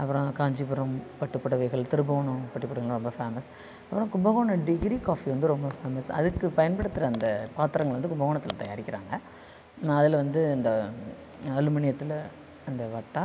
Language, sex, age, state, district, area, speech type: Tamil, female, 45-60, Tamil Nadu, Thanjavur, rural, spontaneous